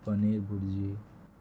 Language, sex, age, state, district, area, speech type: Goan Konkani, male, 18-30, Goa, Murmgao, urban, spontaneous